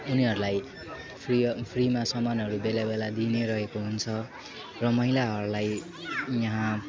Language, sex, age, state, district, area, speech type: Nepali, male, 18-30, West Bengal, Kalimpong, rural, spontaneous